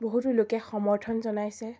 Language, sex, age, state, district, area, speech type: Assamese, female, 18-30, Assam, Biswanath, rural, spontaneous